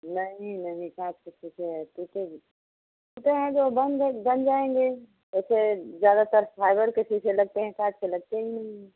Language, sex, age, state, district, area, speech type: Hindi, female, 60+, Uttar Pradesh, Ayodhya, rural, conversation